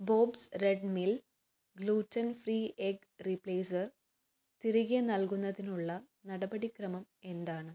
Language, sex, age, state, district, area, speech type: Malayalam, female, 18-30, Kerala, Kannur, urban, read